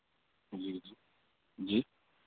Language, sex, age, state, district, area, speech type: Hindi, male, 45-60, Madhya Pradesh, Hoshangabad, rural, conversation